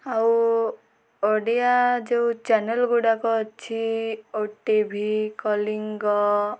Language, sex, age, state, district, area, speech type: Odia, female, 18-30, Odisha, Malkangiri, urban, spontaneous